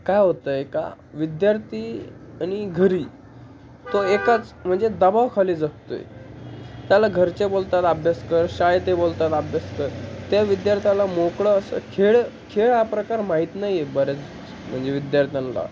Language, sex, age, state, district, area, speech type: Marathi, male, 18-30, Maharashtra, Ahmednagar, rural, spontaneous